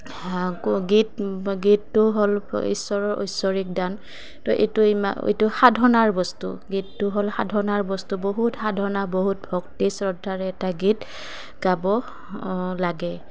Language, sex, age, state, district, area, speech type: Assamese, female, 30-45, Assam, Goalpara, urban, spontaneous